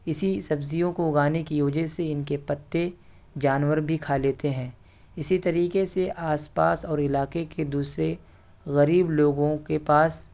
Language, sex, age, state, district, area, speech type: Urdu, male, 18-30, Delhi, South Delhi, urban, spontaneous